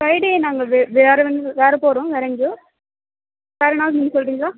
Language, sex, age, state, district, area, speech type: Tamil, female, 18-30, Tamil Nadu, Mayiladuthurai, urban, conversation